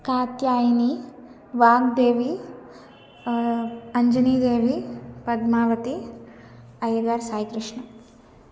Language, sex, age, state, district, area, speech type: Sanskrit, female, 18-30, Telangana, Ranga Reddy, urban, spontaneous